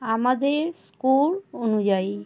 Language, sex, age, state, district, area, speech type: Bengali, female, 60+, West Bengal, South 24 Parganas, rural, read